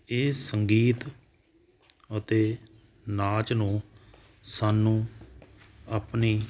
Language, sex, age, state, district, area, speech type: Punjabi, male, 45-60, Punjab, Hoshiarpur, urban, spontaneous